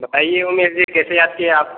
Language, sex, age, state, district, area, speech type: Hindi, male, 18-30, Uttar Pradesh, Jaunpur, rural, conversation